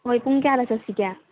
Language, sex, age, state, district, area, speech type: Manipuri, female, 18-30, Manipur, Thoubal, rural, conversation